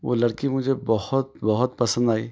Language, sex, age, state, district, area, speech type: Urdu, male, 30-45, Telangana, Hyderabad, urban, spontaneous